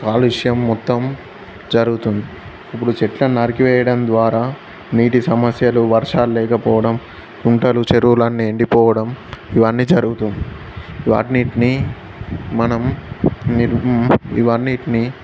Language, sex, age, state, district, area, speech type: Telugu, male, 18-30, Telangana, Jangaon, urban, spontaneous